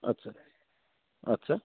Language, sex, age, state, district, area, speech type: Bengali, male, 30-45, West Bengal, Darjeeling, rural, conversation